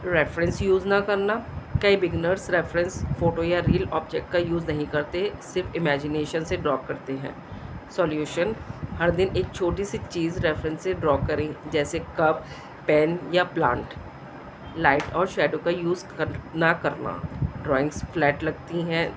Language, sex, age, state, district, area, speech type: Urdu, female, 45-60, Delhi, South Delhi, urban, spontaneous